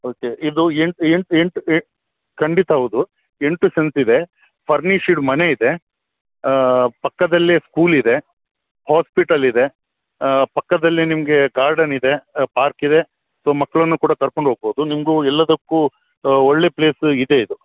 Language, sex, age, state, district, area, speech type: Kannada, male, 45-60, Karnataka, Udupi, rural, conversation